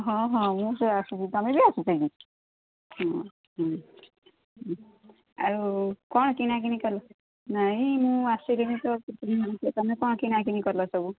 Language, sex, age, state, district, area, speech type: Odia, female, 60+, Odisha, Gajapati, rural, conversation